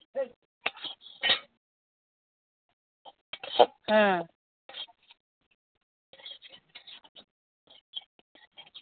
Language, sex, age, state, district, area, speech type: Bengali, female, 30-45, West Bengal, Howrah, urban, conversation